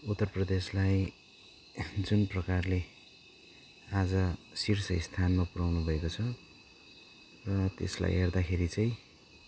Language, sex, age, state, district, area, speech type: Nepali, male, 45-60, West Bengal, Darjeeling, rural, spontaneous